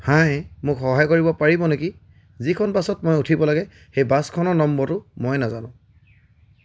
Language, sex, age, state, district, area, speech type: Assamese, male, 30-45, Assam, Charaideo, rural, read